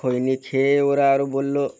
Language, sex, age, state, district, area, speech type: Bengali, male, 30-45, West Bengal, Birbhum, urban, spontaneous